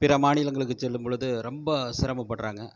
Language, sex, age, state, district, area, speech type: Tamil, male, 45-60, Tamil Nadu, Erode, rural, spontaneous